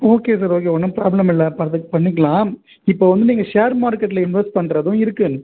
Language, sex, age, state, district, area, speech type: Tamil, male, 30-45, Tamil Nadu, Viluppuram, rural, conversation